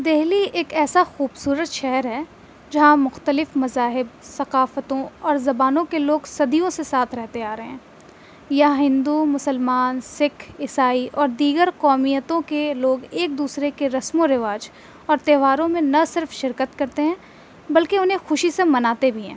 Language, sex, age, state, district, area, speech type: Urdu, female, 18-30, Delhi, North East Delhi, urban, spontaneous